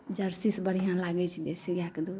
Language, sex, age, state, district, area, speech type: Maithili, female, 18-30, Bihar, Saharsa, rural, spontaneous